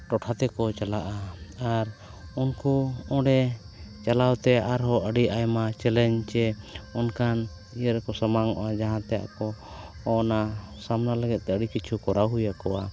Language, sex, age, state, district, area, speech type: Santali, male, 30-45, Jharkhand, East Singhbhum, rural, spontaneous